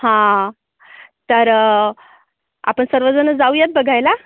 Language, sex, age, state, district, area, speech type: Marathi, female, 30-45, Maharashtra, Yavatmal, urban, conversation